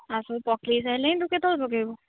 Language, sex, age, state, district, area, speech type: Odia, female, 18-30, Odisha, Jagatsinghpur, rural, conversation